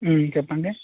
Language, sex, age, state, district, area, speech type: Telugu, male, 30-45, Telangana, Khammam, urban, conversation